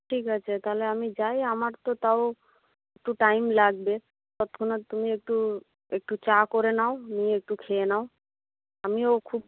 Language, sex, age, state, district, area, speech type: Bengali, female, 60+, West Bengal, Nadia, rural, conversation